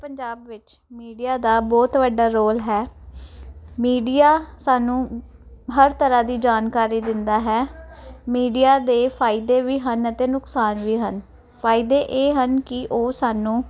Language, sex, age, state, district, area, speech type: Punjabi, female, 30-45, Punjab, Ludhiana, urban, spontaneous